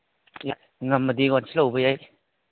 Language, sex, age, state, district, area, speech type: Manipuri, male, 18-30, Manipur, Kangpokpi, urban, conversation